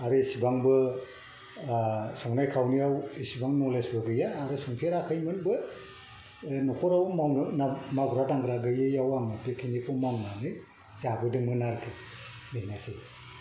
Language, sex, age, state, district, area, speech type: Bodo, male, 60+, Assam, Kokrajhar, rural, spontaneous